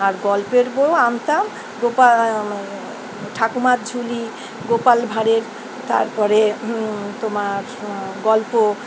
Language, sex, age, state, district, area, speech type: Bengali, female, 60+, West Bengal, Kolkata, urban, spontaneous